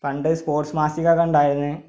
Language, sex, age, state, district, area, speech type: Malayalam, male, 18-30, Kerala, Malappuram, rural, spontaneous